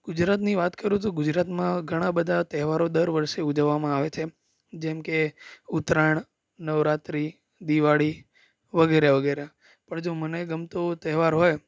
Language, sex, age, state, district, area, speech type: Gujarati, male, 18-30, Gujarat, Anand, urban, spontaneous